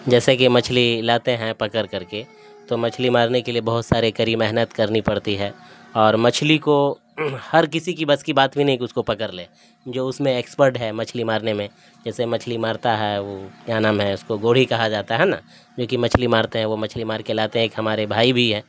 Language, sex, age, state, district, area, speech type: Urdu, male, 60+, Bihar, Darbhanga, rural, spontaneous